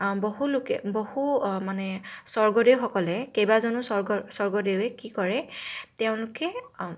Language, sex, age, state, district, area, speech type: Assamese, female, 18-30, Assam, Lakhimpur, rural, spontaneous